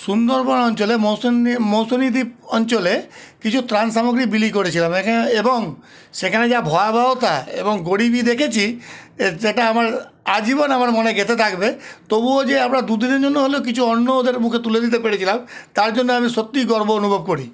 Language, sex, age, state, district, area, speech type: Bengali, male, 60+, West Bengal, Paschim Bardhaman, urban, spontaneous